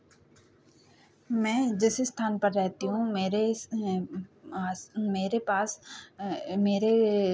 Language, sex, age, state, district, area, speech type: Hindi, female, 30-45, Madhya Pradesh, Hoshangabad, rural, spontaneous